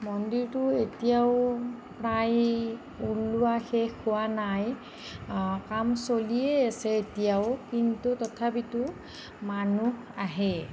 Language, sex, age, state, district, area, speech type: Assamese, female, 45-60, Assam, Nagaon, rural, spontaneous